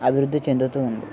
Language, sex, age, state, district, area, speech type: Telugu, male, 18-30, Andhra Pradesh, Eluru, urban, spontaneous